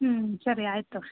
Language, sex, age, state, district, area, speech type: Kannada, female, 30-45, Karnataka, Gadag, rural, conversation